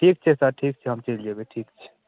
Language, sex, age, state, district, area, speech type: Maithili, male, 18-30, Bihar, Darbhanga, rural, conversation